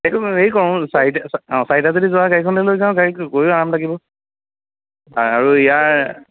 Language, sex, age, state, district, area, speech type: Assamese, male, 30-45, Assam, Sonitpur, urban, conversation